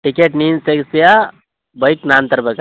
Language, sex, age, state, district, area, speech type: Kannada, male, 18-30, Karnataka, Koppal, rural, conversation